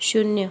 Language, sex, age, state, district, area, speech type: Hindi, female, 45-60, Rajasthan, Jodhpur, urban, read